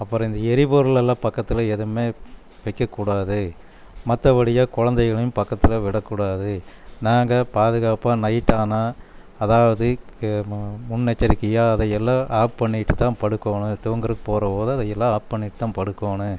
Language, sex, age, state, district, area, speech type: Tamil, male, 60+, Tamil Nadu, Coimbatore, rural, spontaneous